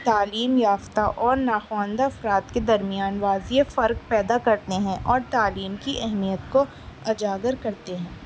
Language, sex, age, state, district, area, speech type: Urdu, female, 18-30, Delhi, East Delhi, urban, spontaneous